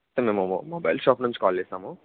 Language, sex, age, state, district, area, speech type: Telugu, male, 18-30, Andhra Pradesh, N T Rama Rao, urban, conversation